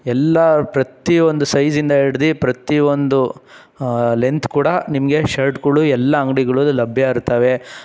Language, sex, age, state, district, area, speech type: Kannada, male, 18-30, Karnataka, Tumkur, urban, spontaneous